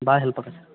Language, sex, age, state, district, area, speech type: Kannada, male, 45-60, Karnataka, Belgaum, rural, conversation